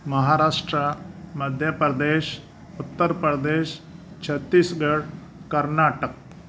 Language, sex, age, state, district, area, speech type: Sindhi, male, 60+, Maharashtra, Thane, urban, spontaneous